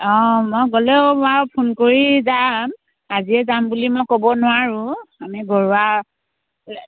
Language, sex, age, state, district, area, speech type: Assamese, female, 45-60, Assam, Biswanath, rural, conversation